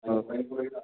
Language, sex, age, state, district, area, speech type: Malayalam, male, 30-45, Kerala, Pathanamthitta, rural, conversation